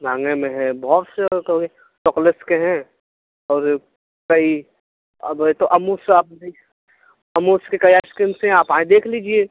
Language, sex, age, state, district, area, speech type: Hindi, male, 18-30, Uttar Pradesh, Mirzapur, urban, conversation